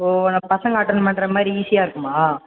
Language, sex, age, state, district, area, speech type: Tamil, male, 18-30, Tamil Nadu, Cuddalore, rural, conversation